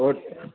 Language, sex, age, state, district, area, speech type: Dogri, male, 18-30, Jammu and Kashmir, Kathua, rural, conversation